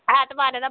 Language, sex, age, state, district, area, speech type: Dogri, female, 30-45, Jammu and Kashmir, Reasi, rural, conversation